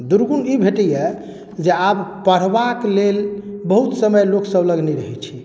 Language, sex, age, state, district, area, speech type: Maithili, male, 45-60, Bihar, Madhubani, urban, spontaneous